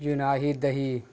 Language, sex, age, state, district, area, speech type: Urdu, male, 18-30, Bihar, Gaya, rural, spontaneous